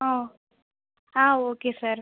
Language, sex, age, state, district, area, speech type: Tamil, female, 18-30, Tamil Nadu, Pudukkottai, rural, conversation